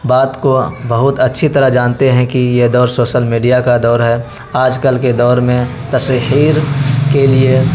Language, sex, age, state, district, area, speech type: Urdu, male, 18-30, Bihar, Araria, rural, spontaneous